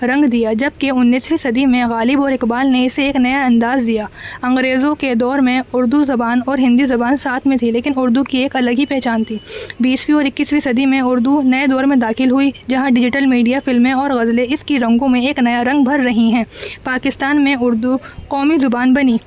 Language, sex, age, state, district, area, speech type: Urdu, female, 18-30, Delhi, North East Delhi, urban, spontaneous